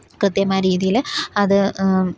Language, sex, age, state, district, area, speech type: Malayalam, female, 18-30, Kerala, Pathanamthitta, urban, spontaneous